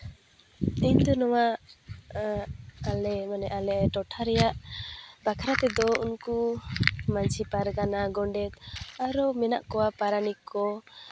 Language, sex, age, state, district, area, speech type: Santali, female, 18-30, West Bengal, Purulia, rural, spontaneous